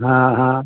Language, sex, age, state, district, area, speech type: Hindi, male, 30-45, Uttar Pradesh, Ghazipur, rural, conversation